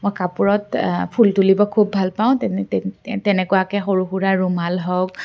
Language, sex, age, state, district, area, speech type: Assamese, female, 30-45, Assam, Kamrup Metropolitan, urban, spontaneous